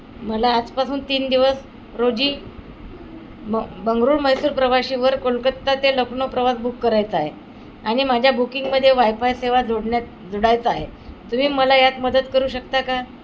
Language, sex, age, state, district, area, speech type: Marathi, female, 60+, Maharashtra, Wardha, urban, read